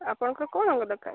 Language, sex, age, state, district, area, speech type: Odia, female, 18-30, Odisha, Jagatsinghpur, rural, conversation